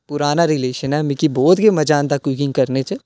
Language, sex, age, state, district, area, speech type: Dogri, male, 18-30, Jammu and Kashmir, Udhampur, urban, spontaneous